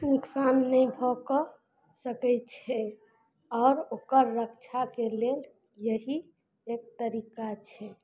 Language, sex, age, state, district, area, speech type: Maithili, female, 45-60, Bihar, Madhubani, rural, spontaneous